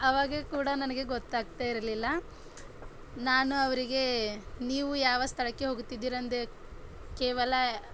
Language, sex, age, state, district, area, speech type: Kannada, female, 30-45, Karnataka, Bidar, rural, spontaneous